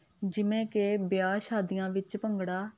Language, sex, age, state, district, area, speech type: Punjabi, female, 30-45, Punjab, Hoshiarpur, rural, spontaneous